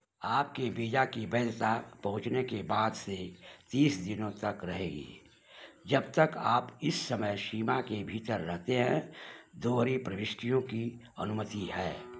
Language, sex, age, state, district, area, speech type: Hindi, male, 60+, Uttar Pradesh, Mau, rural, read